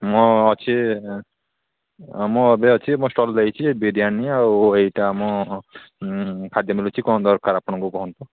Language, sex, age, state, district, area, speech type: Odia, male, 30-45, Odisha, Sambalpur, rural, conversation